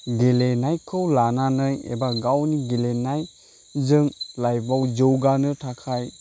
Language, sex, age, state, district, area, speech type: Bodo, male, 30-45, Assam, Chirang, urban, spontaneous